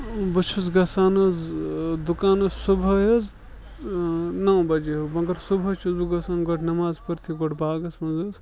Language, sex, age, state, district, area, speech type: Kashmiri, male, 45-60, Jammu and Kashmir, Bandipora, rural, spontaneous